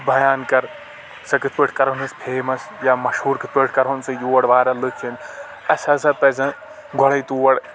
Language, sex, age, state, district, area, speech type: Kashmiri, male, 18-30, Jammu and Kashmir, Kulgam, rural, spontaneous